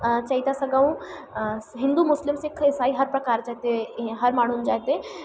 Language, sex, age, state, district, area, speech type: Sindhi, female, 18-30, Madhya Pradesh, Katni, urban, spontaneous